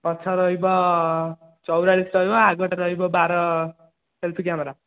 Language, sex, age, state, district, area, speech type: Odia, male, 18-30, Odisha, Khordha, rural, conversation